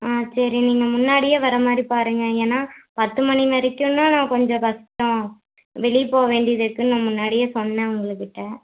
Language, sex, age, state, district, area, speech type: Tamil, female, 18-30, Tamil Nadu, Erode, rural, conversation